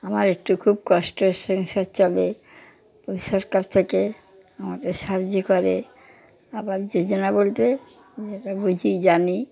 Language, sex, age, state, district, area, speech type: Bengali, female, 60+, West Bengal, Darjeeling, rural, spontaneous